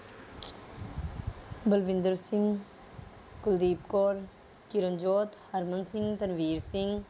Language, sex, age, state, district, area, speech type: Punjabi, female, 30-45, Punjab, Rupnagar, rural, spontaneous